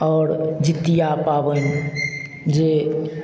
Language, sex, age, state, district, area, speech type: Maithili, male, 45-60, Bihar, Madhubani, rural, spontaneous